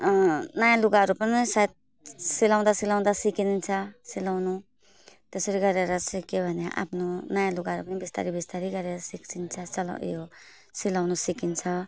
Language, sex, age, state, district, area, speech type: Nepali, female, 45-60, West Bengal, Alipurduar, urban, spontaneous